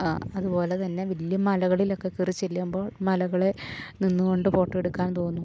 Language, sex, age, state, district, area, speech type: Malayalam, female, 30-45, Kerala, Idukki, rural, spontaneous